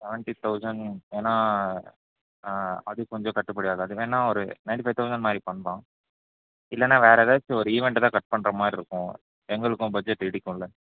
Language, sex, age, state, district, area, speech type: Tamil, male, 18-30, Tamil Nadu, Nilgiris, rural, conversation